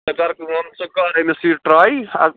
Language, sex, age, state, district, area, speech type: Kashmiri, male, 18-30, Jammu and Kashmir, Budgam, rural, conversation